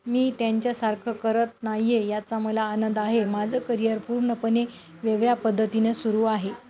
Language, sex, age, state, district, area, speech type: Marathi, female, 30-45, Maharashtra, Nanded, urban, read